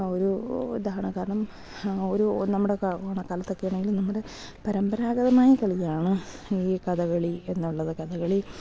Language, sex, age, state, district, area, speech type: Malayalam, female, 30-45, Kerala, Thiruvananthapuram, urban, spontaneous